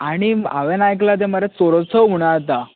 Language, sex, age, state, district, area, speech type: Goan Konkani, male, 18-30, Goa, Bardez, urban, conversation